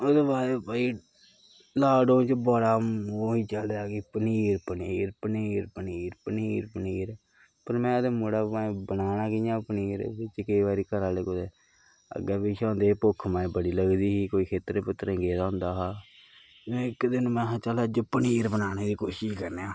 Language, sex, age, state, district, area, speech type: Dogri, male, 18-30, Jammu and Kashmir, Kathua, rural, spontaneous